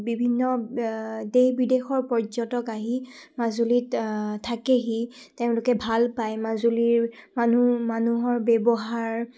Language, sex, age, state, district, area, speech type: Assamese, female, 18-30, Assam, Majuli, urban, spontaneous